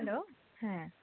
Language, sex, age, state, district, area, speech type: Bengali, female, 18-30, West Bengal, Darjeeling, rural, conversation